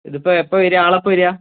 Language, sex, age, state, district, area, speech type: Malayalam, male, 18-30, Kerala, Wayanad, rural, conversation